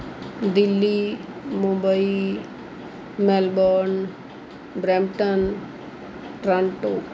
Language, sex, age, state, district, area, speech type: Punjabi, female, 45-60, Punjab, Mohali, urban, spontaneous